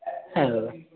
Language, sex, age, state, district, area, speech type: Bengali, male, 30-45, West Bengal, Paschim Bardhaman, urban, conversation